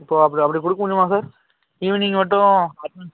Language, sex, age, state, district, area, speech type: Tamil, male, 18-30, Tamil Nadu, Coimbatore, rural, conversation